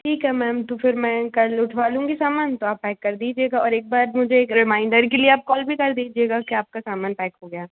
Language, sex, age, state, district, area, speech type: Hindi, female, 45-60, Madhya Pradesh, Bhopal, urban, conversation